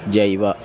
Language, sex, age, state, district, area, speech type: Malayalam, male, 45-60, Kerala, Alappuzha, rural, spontaneous